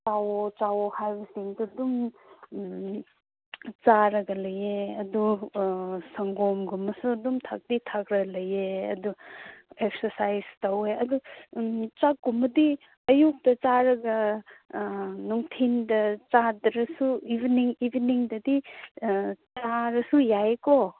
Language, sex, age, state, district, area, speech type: Manipuri, female, 18-30, Manipur, Kangpokpi, urban, conversation